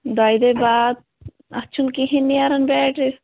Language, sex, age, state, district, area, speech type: Kashmiri, female, 18-30, Jammu and Kashmir, Shopian, rural, conversation